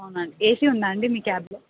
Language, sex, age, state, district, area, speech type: Telugu, female, 18-30, Andhra Pradesh, Anantapur, urban, conversation